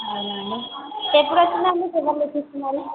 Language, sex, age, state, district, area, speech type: Telugu, female, 18-30, Telangana, Nagarkurnool, rural, conversation